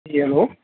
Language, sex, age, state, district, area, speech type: Urdu, male, 60+, Uttar Pradesh, Rampur, urban, conversation